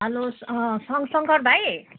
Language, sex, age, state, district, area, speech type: Nepali, female, 30-45, West Bengal, Kalimpong, rural, conversation